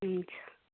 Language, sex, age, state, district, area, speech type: Nepali, female, 45-60, West Bengal, Darjeeling, rural, conversation